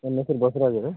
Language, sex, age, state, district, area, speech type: Kannada, male, 45-60, Karnataka, Raichur, rural, conversation